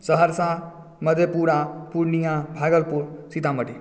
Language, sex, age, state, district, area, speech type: Maithili, male, 30-45, Bihar, Madhubani, urban, spontaneous